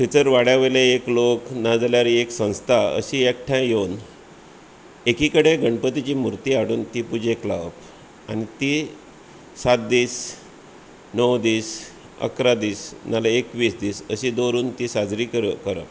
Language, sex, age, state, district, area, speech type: Goan Konkani, male, 45-60, Goa, Bardez, rural, spontaneous